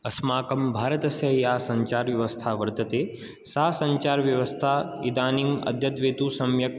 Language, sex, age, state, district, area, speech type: Sanskrit, male, 18-30, Rajasthan, Jaipur, urban, spontaneous